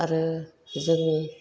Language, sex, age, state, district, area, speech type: Bodo, female, 45-60, Assam, Chirang, rural, spontaneous